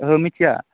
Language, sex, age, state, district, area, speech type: Bodo, male, 30-45, Assam, Udalguri, urban, conversation